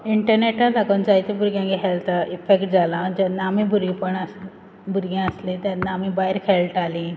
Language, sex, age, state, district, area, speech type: Goan Konkani, female, 18-30, Goa, Quepem, rural, spontaneous